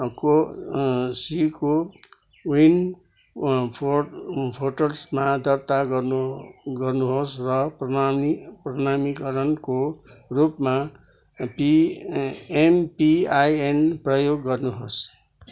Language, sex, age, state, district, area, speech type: Nepali, male, 60+, West Bengal, Kalimpong, rural, read